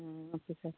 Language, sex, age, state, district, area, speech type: Tamil, female, 30-45, Tamil Nadu, Tiruvarur, rural, conversation